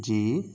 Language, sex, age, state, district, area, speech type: Urdu, male, 18-30, Bihar, Saharsa, urban, spontaneous